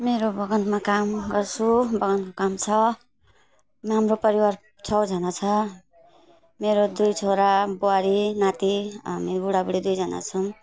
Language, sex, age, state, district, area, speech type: Nepali, female, 45-60, West Bengal, Alipurduar, urban, spontaneous